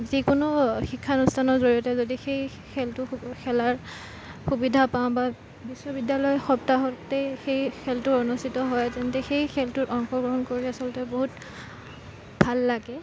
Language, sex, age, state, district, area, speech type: Assamese, female, 18-30, Assam, Kamrup Metropolitan, urban, spontaneous